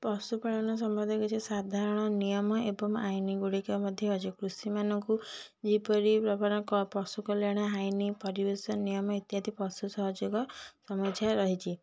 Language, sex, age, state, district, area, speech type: Odia, female, 18-30, Odisha, Puri, urban, spontaneous